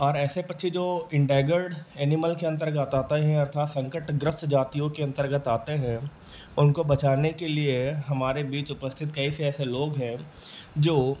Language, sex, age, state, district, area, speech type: Hindi, male, 45-60, Uttar Pradesh, Lucknow, rural, spontaneous